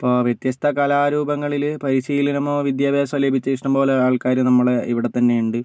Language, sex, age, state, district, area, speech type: Malayalam, male, 30-45, Kerala, Kozhikode, urban, spontaneous